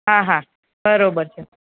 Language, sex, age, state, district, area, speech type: Gujarati, female, 45-60, Gujarat, Ahmedabad, urban, conversation